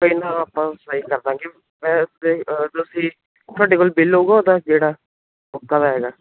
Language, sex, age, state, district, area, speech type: Punjabi, male, 18-30, Punjab, Ludhiana, urban, conversation